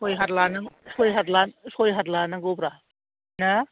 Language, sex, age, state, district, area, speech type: Bodo, male, 45-60, Assam, Chirang, urban, conversation